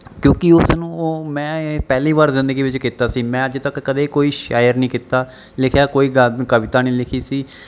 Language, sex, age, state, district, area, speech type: Punjabi, male, 30-45, Punjab, Bathinda, urban, spontaneous